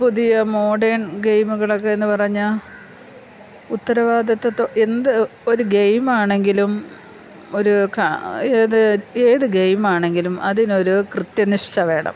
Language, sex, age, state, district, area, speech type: Malayalam, female, 45-60, Kerala, Thiruvananthapuram, urban, spontaneous